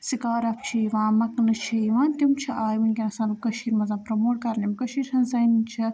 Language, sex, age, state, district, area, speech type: Kashmiri, female, 18-30, Jammu and Kashmir, Budgam, rural, spontaneous